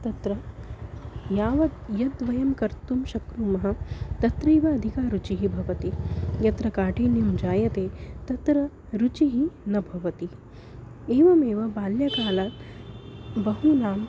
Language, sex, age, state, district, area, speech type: Sanskrit, female, 30-45, Maharashtra, Nagpur, urban, spontaneous